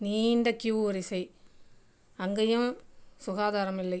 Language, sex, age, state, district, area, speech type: Tamil, female, 45-60, Tamil Nadu, Viluppuram, rural, spontaneous